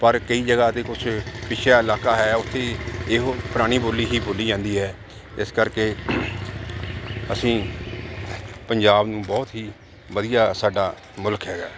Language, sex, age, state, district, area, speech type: Punjabi, male, 45-60, Punjab, Jalandhar, urban, spontaneous